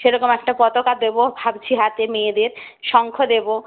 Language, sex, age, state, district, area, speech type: Bengali, female, 45-60, West Bengal, Purba Medinipur, rural, conversation